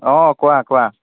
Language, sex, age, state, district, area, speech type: Assamese, male, 18-30, Assam, Jorhat, urban, conversation